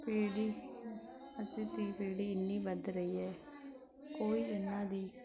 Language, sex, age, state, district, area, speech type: Punjabi, female, 18-30, Punjab, Mansa, rural, spontaneous